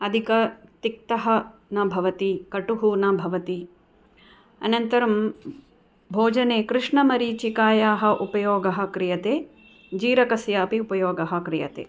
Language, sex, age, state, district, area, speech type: Sanskrit, female, 45-60, Tamil Nadu, Chennai, urban, spontaneous